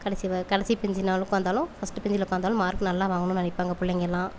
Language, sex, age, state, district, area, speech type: Tamil, female, 30-45, Tamil Nadu, Coimbatore, rural, spontaneous